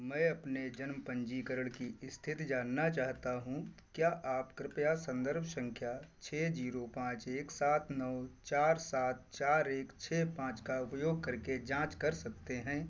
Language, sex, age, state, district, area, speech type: Hindi, male, 45-60, Uttar Pradesh, Sitapur, rural, read